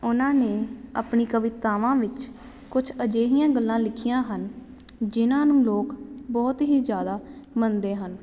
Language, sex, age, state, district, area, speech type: Punjabi, female, 18-30, Punjab, Jalandhar, urban, spontaneous